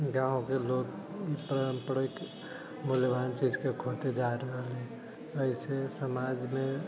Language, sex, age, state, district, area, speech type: Maithili, male, 30-45, Bihar, Sitamarhi, rural, spontaneous